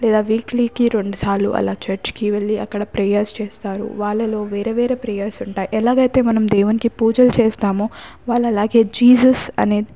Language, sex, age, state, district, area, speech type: Telugu, female, 18-30, Telangana, Hyderabad, urban, spontaneous